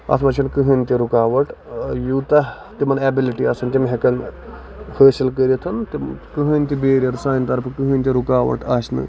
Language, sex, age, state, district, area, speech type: Kashmiri, male, 18-30, Jammu and Kashmir, Budgam, rural, spontaneous